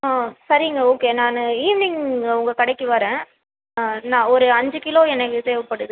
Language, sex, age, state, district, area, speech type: Tamil, female, 18-30, Tamil Nadu, Ranipet, rural, conversation